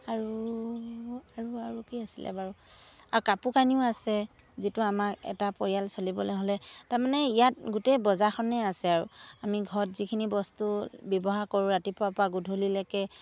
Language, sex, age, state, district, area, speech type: Assamese, female, 30-45, Assam, Charaideo, rural, spontaneous